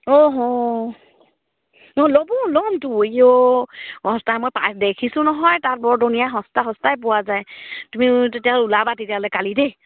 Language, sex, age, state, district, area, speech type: Assamese, female, 30-45, Assam, Charaideo, rural, conversation